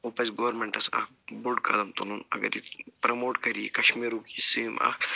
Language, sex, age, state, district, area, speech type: Kashmiri, male, 45-60, Jammu and Kashmir, Budgam, urban, spontaneous